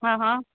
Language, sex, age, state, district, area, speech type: Sindhi, female, 30-45, Gujarat, Surat, urban, conversation